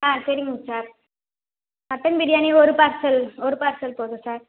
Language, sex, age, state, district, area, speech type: Tamil, female, 18-30, Tamil Nadu, Theni, rural, conversation